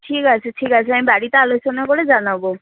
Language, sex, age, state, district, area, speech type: Bengali, female, 18-30, West Bengal, Darjeeling, rural, conversation